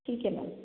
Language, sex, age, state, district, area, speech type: Hindi, female, 60+, Rajasthan, Jodhpur, urban, conversation